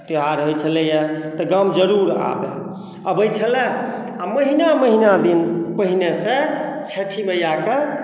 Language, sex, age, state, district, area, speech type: Maithili, male, 60+, Bihar, Madhubani, urban, spontaneous